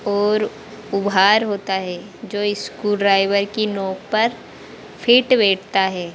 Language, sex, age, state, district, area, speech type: Hindi, female, 18-30, Madhya Pradesh, Harda, urban, spontaneous